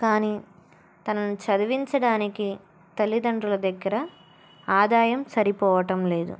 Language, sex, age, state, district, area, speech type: Telugu, female, 18-30, Andhra Pradesh, Palnadu, rural, spontaneous